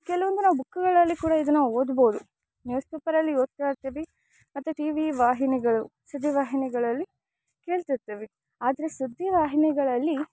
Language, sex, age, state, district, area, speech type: Kannada, female, 18-30, Karnataka, Chikkamagaluru, rural, spontaneous